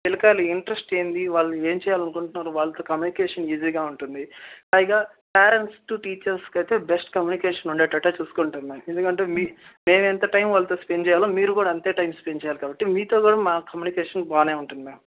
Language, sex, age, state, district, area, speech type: Telugu, male, 18-30, Andhra Pradesh, Nellore, rural, conversation